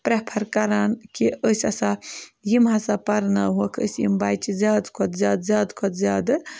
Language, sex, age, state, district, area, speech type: Kashmiri, female, 18-30, Jammu and Kashmir, Bandipora, rural, spontaneous